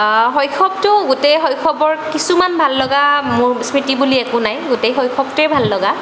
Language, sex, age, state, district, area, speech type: Assamese, female, 30-45, Assam, Barpeta, urban, spontaneous